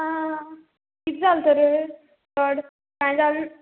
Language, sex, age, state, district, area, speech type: Goan Konkani, female, 18-30, Goa, Quepem, rural, conversation